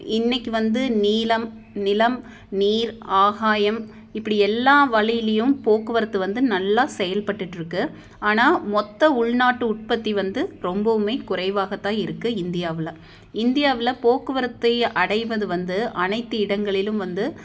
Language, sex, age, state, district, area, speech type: Tamil, female, 30-45, Tamil Nadu, Tiruppur, urban, spontaneous